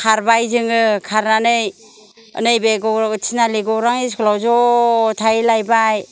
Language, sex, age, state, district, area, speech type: Bodo, female, 60+, Assam, Kokrajhar, rural, spontaneous